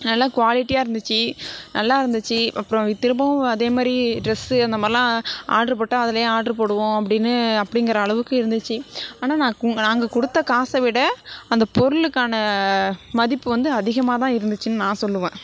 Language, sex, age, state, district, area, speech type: Tamil, female, 60+, Tamil Nadu, Sivaganga, rural, spontaneous